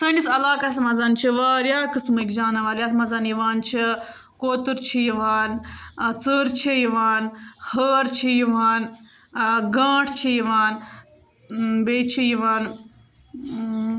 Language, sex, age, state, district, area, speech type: Kashmiri, female, 18-30, Jammu and Kashmir, Budgam, rural, spontaneous